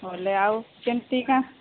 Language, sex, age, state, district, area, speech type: Odia, female, 30-45, Odisha, Sambalpur, rural, conversation